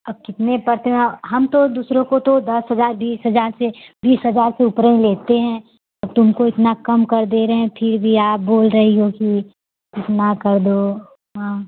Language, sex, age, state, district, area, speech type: Hindi, female, 18-30, Uttar Pradesh, Prayagraj, rural, conversation